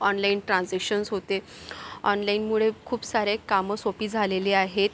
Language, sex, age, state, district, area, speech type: Marathi, female, 30-45, Maharashtra, Yavatmal, urban, spontaneous